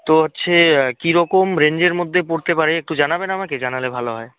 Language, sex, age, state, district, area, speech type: Bengali, male, 18-30, West Bengal, Jalpaiguri, rural, conversation